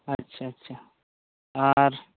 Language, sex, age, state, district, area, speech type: Santali, male, 18-30, West Bengal, Bankura, rural, conversation